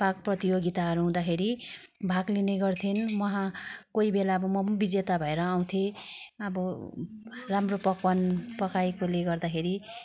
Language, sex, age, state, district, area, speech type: Nepali, female, 30-45, West Bengal, Kalimpong, rural, spontaneous